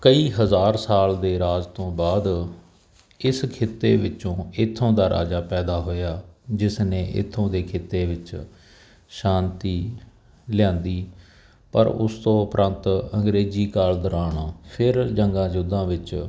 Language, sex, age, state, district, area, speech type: Punjabi, male, 45-60, Punjab, Barnala, urban, spontaneous